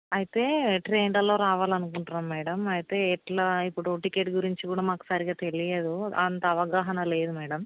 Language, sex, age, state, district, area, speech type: Telugu, female, 45-60, Telangana, Hyderabad, urban, conversation